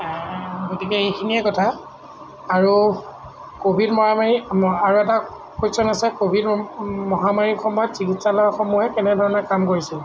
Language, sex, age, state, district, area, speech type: Assamese, male, 30-45, Assam, Lakhimpur, rural, spontaneous